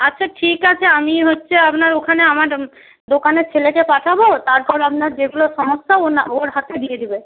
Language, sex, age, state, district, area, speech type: Bengali, female, 45-60, West Bengal, Jalpaiguri, rural, conversation